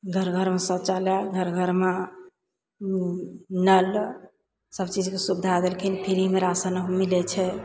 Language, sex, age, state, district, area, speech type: Maithili, female, 45-60, Bihar, Begusarai, rural, spontaneous